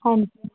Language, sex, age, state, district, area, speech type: Punjabi, female, 18-30, Punjab, Patiala, urban, conversation